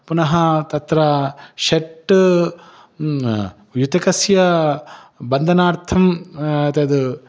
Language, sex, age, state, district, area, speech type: Sanskrit, male, 30-45, Telangana, Hyderabad, urban, spontaneous